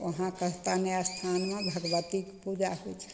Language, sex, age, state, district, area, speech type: Maithili, female, 60+, Bihar, Begusarai, rural, spontaneous